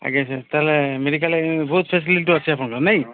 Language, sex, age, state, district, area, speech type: Odia, male, 45-60, Odisha, Sambalpur, rural, conversation